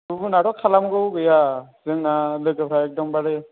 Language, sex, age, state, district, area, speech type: Bodo, male, 18-30, Assam, Chirang, urban, conversation